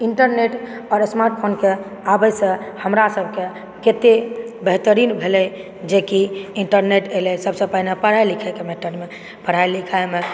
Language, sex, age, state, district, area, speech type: Maithili, female, 30-45, Bihar, Supaul, urban, spontaneous